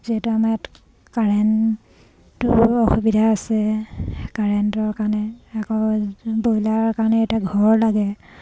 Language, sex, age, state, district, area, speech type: Assamese, female, 30-45, Assam, Sivasagar, rural, spontaneous